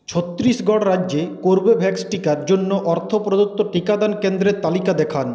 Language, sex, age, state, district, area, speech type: Bengali, male, 45-60, West Bengal, Purulia, urban, read